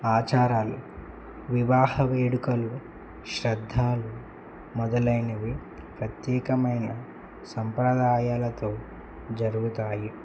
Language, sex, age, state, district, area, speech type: Telugu, male, 18-30, Telangana, Medak, rural, spontaneous